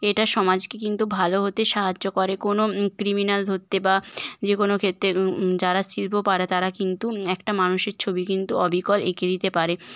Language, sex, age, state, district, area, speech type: Bengali, female, 18-30, West Bengal, Bankura, urban, spontaneous